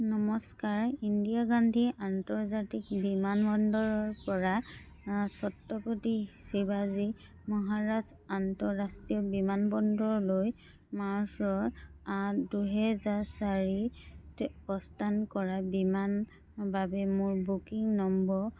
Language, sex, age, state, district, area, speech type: Assamese, female, 30-45, Assam, Dhemaji, rural, read